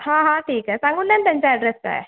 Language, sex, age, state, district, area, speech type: Marathi, female, 18-30, Maharashtra, Nagpur, urban, conversation